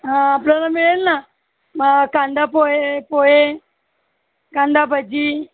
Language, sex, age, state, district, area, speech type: Marathi, female, 30-45, Maharashtra, Buldhana, rural, conversation